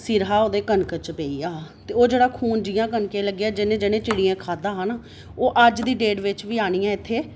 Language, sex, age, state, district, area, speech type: Dogri, female, 30-45, Jammu and Kashmir, Reasi, urban, spontaneous